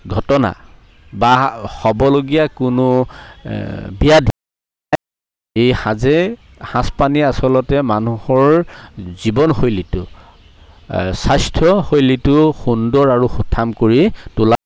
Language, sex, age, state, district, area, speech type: Assamese, male, 45-60, Assam, Charaideo, rural, spontaneous